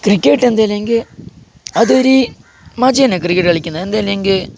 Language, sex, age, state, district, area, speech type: Malayalam, male, 18-30, Kerala, Kasaragod, urban, spontaneous